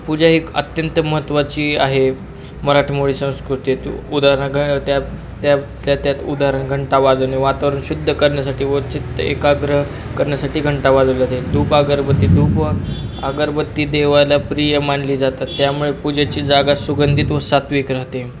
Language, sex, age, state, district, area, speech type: Marathi, male, 18-30, Maharashtra, Osmanabad, rural, spontaneous